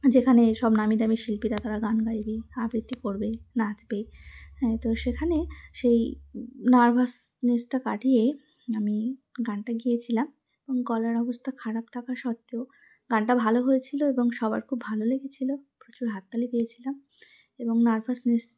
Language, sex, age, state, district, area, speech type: Bengali, female, 30-45, West Bengal, Darjeeling, urban, spontaneous